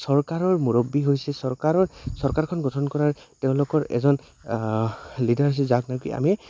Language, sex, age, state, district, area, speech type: Assamese, male, 18-30, Assam, Goalpara, rural, spontaneous